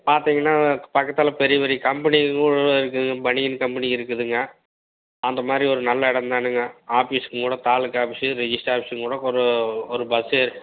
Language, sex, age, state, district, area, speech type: Tamil, male, 45-60, Tamil Nadu, Tiruppur, urban, conversation